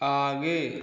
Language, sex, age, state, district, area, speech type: Hindi, male, 45-60, Rajasthan, Karauli, rural, read